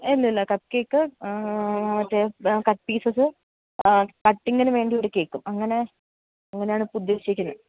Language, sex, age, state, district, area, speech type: Malayalam, female, 30-45, Kerala, Idukki, rural, conversation